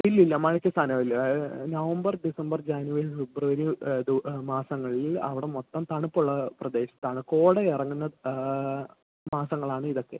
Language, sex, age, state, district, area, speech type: Malayalam, male, 30-45, Kerala, Idukki, rural, conversation